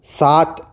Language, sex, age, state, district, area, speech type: Urdu, male, 30-45, Uttar Pradesh, Gautam Buddha Nagar, rural, read